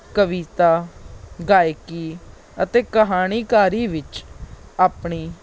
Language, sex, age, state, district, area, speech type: Punjabi, male, 18-30, Punjab, Patiala, urban, spontaneous